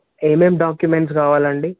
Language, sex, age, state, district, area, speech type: Telugu, male, 18-30, Telangana, Hanamkonda, urban, conversation